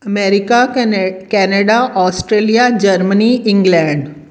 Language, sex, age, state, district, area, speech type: Punjabi, female, 45-60, Punjab, Fatehgarh Sahib, rural, spontaneous